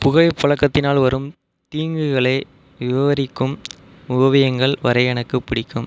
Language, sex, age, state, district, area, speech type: Tamil, male, 30-45, Tamil Nadu, Pudukkottai, rural, spontaneous